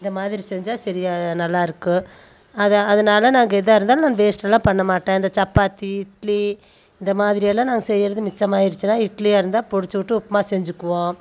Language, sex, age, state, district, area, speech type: Tamil, female, 30-45, Tamil Nadu, Coimbatore, rural, spontaneous